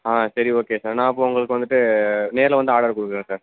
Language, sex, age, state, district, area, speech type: Tamil, male, 18-30, Tamil Nadu, Perambalur, rural, conversation